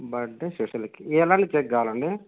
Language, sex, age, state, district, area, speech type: Telugu, male, 30-45, Andhra Pradesh, Nandyal, rural, conversation